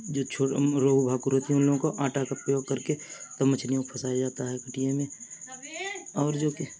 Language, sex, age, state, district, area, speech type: Urdu, male, 30-45, Uttar Pradesh, Mirzapur, rural, spontaneous